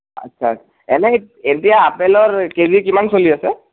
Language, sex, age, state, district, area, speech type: Assamese, male, 45-60, Assam, Kamrup Metropolitan, urban, conversation